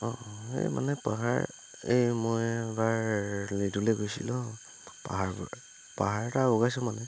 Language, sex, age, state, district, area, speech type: Assamese, male, 45-60, Assam, Tinsukia, rural, spontaneous